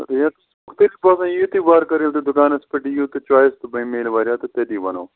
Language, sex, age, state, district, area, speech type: Kashmiri, male, 30-45, Jammu and Kashmir, Ganderbal, rural, conversation